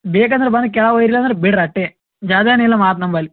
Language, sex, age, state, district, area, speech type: Kannada, male, 18-30, Karnataka, Gulbarga, urban, conversation